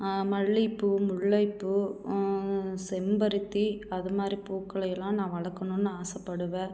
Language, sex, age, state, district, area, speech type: Tamil, female, 30-45, Tamil Nadu, Tiruppur, rural, spontaneous